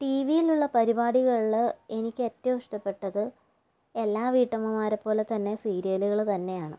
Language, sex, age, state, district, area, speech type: Malayalam, female, 30-45, Kerala, Kannur, rural, spontaneous